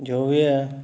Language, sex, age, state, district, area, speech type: Dogri, male, 30-45, Jammu and Kashmir, Reasi, urban, spontaneous